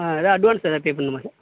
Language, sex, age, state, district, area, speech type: Tamil, male, 18-30, Tamil Nadu, Tiruvarur, urban, conversation